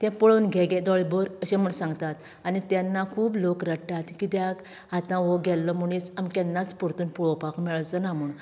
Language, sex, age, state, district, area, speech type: Goan Konkani, female, 45-60, Goa, Canacona, rural, spontaneous